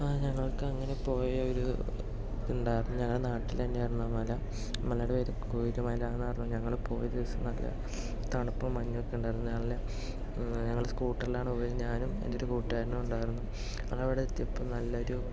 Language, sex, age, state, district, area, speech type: Malayalam, male, 18-30, Kerala, Palakkad, urban, spontaneous